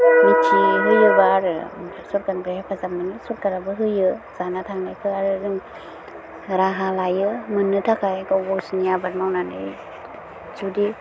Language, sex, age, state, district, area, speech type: Bodo, female, 30-45, Assam, Udalguri, rural, spontaneous